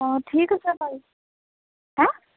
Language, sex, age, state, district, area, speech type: Assamese, female, 30-45, Assam, Golaghat, urban, conversation